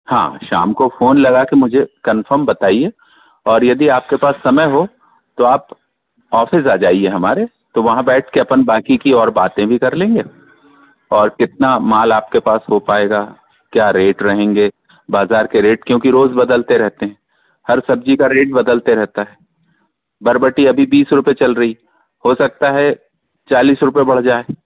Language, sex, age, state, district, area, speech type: Hindi, male, 60+, Madhya Pradesh, Balaghat, rural, conversation